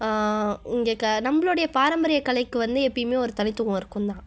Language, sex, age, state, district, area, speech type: Tamil, female, 45-60, Tamil Nadu, Cuddalore, urban, spontaneous